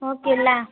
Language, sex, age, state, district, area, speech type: Marathi, female, 18-30, Maharashtra, Amravati, rural, conversation